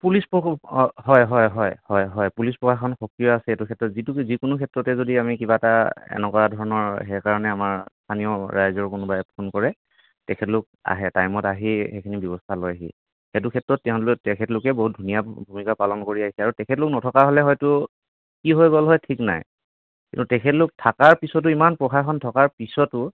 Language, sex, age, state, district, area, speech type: Assamese, male, 45-60, Assam, Kamrup Metropolitan, urban, conversation